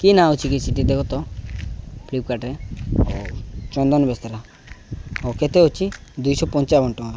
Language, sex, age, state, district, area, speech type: Odia, male, 18-30, Odisha, Nabarangpur, urban, spontaneous